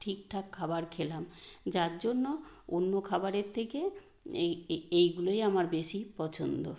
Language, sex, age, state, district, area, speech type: Bengali, female, 60+, West Bengal, Nadia, rural, spontaneous